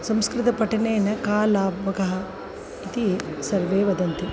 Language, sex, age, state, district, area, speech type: Sanskrit, female, 45-60, Tamil Nadu, Chennai, urban, spontaneous